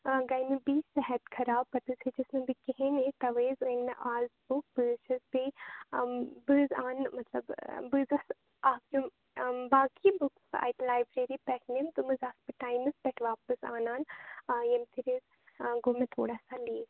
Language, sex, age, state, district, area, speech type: Kashmiri, female, 18-30, Jammu and Kashmir, Baramulla, rural, conversation